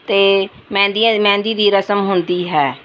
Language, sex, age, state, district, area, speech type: Punjabi, female, 45-60, Punjab, Rupnagar, rural, spontaneous